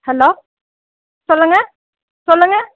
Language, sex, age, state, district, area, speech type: Tamil, female, 30-45, Tamil Nadu, Dharmapuri, rural, conversation